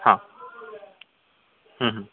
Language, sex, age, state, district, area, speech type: Marathi, male, 30-45, Maharashtra, Yavatmal, urban, conversation